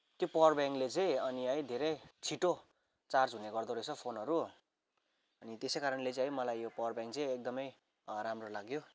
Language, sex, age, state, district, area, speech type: Nepali, male, 18-30, West Bengal, Kalimpong, rural, spontaneous